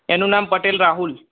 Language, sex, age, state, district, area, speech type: Gujarati, male, 18-30, Gujarat, Mehsana, rural, conversation